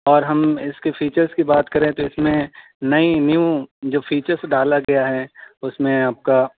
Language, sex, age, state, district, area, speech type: Urdu, male, 18-30, Delhi, South Delhi, urban, conversation